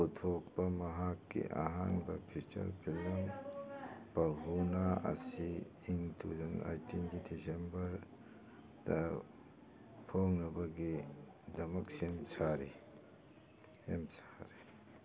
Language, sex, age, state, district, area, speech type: Manipuri, male, 45-60, Manipur, Churachandpur, urban, read